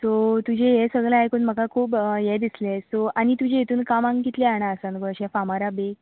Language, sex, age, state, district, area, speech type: Goan Konkani, female, 18-30, Goa, Bardez, urban, conversation